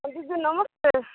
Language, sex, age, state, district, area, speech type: Odia, female, 18-30, Odisha, Kalahandi, rural, conversation